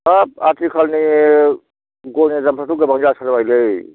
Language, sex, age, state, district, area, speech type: Bodo, male, 60+, Assam, Baksa, rural, conversation